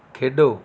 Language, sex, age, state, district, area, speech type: Punjabi, male, 45-60, Punjab, Rupnagar, rural, read